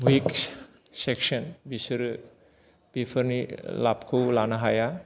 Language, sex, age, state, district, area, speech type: Bodo, male, 30-45, Assam, Kokrajhar, rural, spontaneous